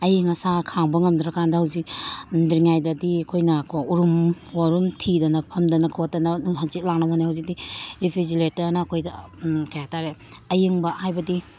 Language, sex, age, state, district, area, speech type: Manipuri, female, 30-45, Manipur, Imphal East, urban, spontaneous